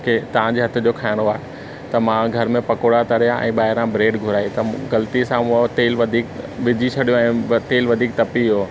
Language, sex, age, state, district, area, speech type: Sindhi, male, 30-45, Gujarat, Surat, urban, spontaneous